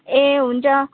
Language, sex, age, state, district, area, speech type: Nepali, female, 18-30, West Bengal, Jalpaiguri, urban, conversation